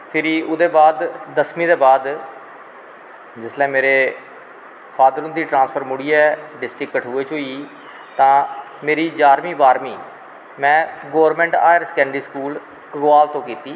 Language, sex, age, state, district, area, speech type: Dogri, male, 45-60, Jammu and Kashmir, Kathua, rural, spontaneous